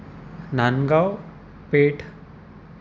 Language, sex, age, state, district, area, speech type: Marathi, male, 18-30, Maharashtra, Amravati, urban, spontaneous